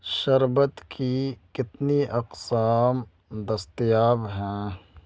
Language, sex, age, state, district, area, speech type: Urdu, male, 30-45, Uttar Pradesh, Ghaziabad, urban, read